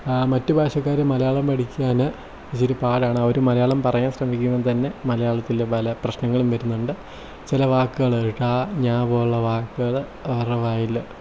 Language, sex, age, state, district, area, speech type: Malayalam, male, 18-30, Kerala, Kottayam, rural, spontaneous